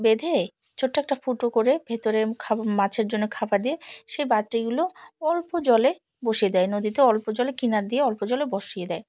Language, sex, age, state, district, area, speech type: Bengali, female, 45-60, West Bengal, Alipurduar, rural, spontaneous